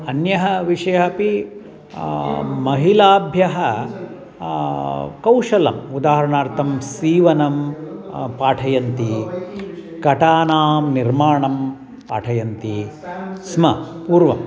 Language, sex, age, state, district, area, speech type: Sanskrit, male, 60+, Karnataka, Mysore, urban, spontaneous